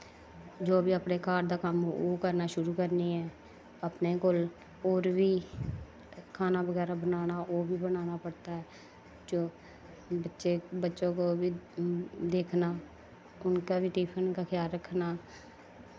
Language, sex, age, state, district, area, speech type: Dogri, female, 30-45, Jammu and Kashmir, Samba, rural, spontaneous